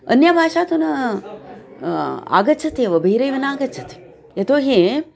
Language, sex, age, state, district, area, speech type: Sanskrit, female, 60+, Karnataka, Bangalore Urban, urban, spontaneous